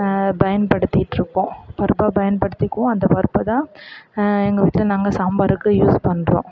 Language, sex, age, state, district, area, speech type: Tamil, female, 45-60, Tamil Nadu, Perambalur, rural, spontaneous